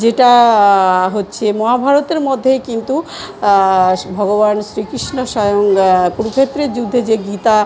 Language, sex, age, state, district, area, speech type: Bengali, female, 45-60, West Bengal, South 24 Parganas, urban, spontaneous